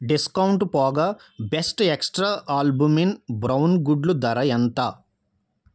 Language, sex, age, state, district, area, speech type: Telugu, male, 30-45, Andhra Pradesh, East Godavari, rural, read